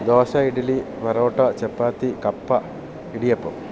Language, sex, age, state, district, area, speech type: Malayalam, male, 30-45, Kerala, Idukki, rural, spontaneous